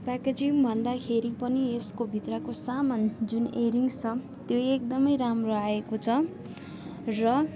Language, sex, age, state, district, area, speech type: Nepali, female, 18-30, West Bengal, Darjeeling, rural, spontaneous